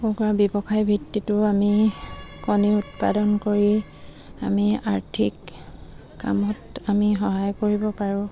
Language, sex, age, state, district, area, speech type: Assamese, female, 45-60, Assam, Dibrugarh, rural, spontaneous